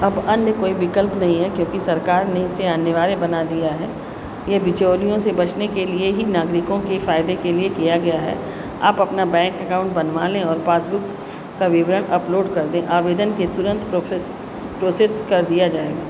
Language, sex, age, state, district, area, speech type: Hindi, female, 60+, Uttar Pradesh, Azamgarh, rural, read